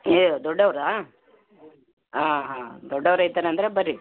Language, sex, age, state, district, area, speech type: Kannada, female, 60+, Karnataka, Gulbarga, urban, conversation